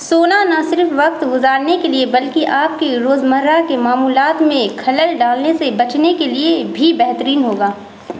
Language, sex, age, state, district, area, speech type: Urdu, female, 30-45, Bihar, Supaul, rural, read